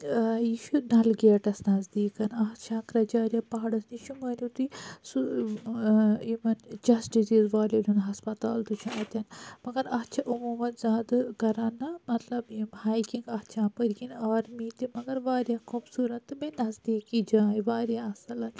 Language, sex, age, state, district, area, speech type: Kashmiri, female, 45-60, Jammu and Kashmir, Srinagar, urban, spontaneous